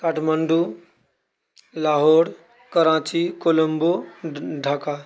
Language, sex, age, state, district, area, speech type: Maithili, male, 60+, Bihar, Purnia, rural, spontaneous